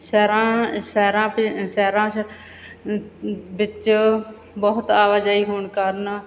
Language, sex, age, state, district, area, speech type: Punjabi, female, 30-45, Punjab, Bathinda, rural, spontaneous